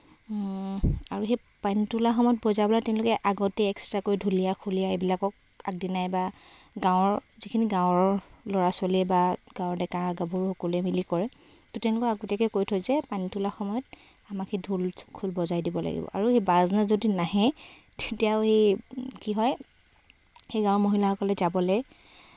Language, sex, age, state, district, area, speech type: Assamese, female, 18-30, Assam, Lakhimpur, rural, spontaneous